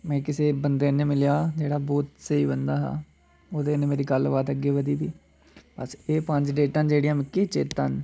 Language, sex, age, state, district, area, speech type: Dogri, male, 18-30, Jammu and Kashmir, Udhampur, rural, spontaneous